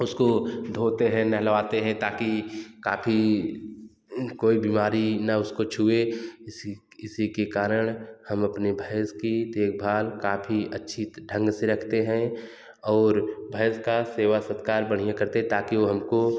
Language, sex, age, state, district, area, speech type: Hindi, male, 18-30, Uttar Pradesh, Jaunpur, urban, spontaneous